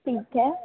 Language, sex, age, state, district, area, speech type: Hindi, female, 30-45, Uttar Pradesh, Sonbhadra, rural, conversation